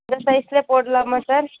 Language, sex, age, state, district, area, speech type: Tamil, female, 18-30, Tamil Nadu, Kanyakumari, rural, conversation